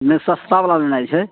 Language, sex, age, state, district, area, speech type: Maithili, male, 60+, Bihar, Madhepura, rural, conversation